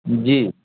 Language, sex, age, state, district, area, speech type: Maithili, male, 30-45, Bihar, Sitamarhi, urban, conversation